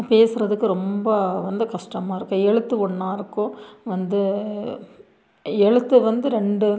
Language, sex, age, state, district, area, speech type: Tamil, female, 30-45, Tamil Nadu, Nilgiris, rural, spontaneous